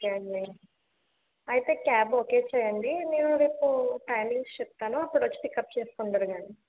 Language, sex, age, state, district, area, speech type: Telugu, female, 18-30, Andhra Pradesh, Konaseema, urban, conversation